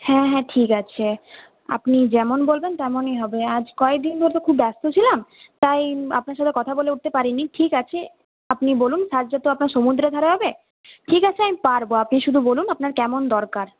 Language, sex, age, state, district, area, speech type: Bengali, female, 18-30, West Bengal, Purulia, rural, conversation